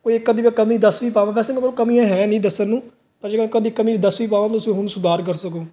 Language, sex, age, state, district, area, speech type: Punjabi, male, 18-30, Punjab, Fazilka, urban, spontaneous